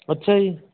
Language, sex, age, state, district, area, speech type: Punjabi, male, 30-45, Punjab, Barnala, rural, conversation